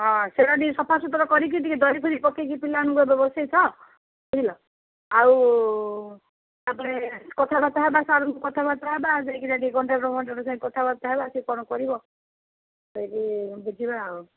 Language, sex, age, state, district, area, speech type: Odia, female, 45-60, Odisha, Sundergarh, rural, conversation